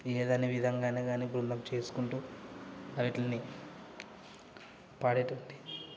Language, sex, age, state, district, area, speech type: Telugu, male, 30-45, Andhra Pradesh, Kadapa, rural, spontaneous